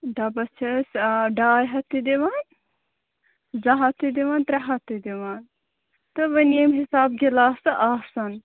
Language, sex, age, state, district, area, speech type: Kashmiri, female, 18-30, Jammu and Kashmir, Ganderbal, rural, conversation